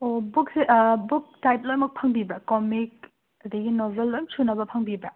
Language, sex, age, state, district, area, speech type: Manipuri, female, 18-30, Manipur, Imphal West, urban, conversation